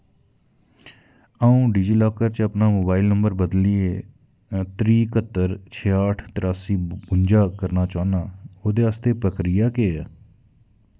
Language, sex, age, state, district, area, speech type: Dogri, male, 30-45, Jammu and Kashmir, Udhampur, rural, read